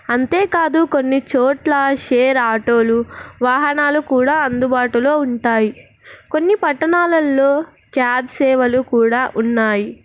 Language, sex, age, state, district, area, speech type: Telugu, female, 18-30, Telangana, Nizamabad, urban, spontaneous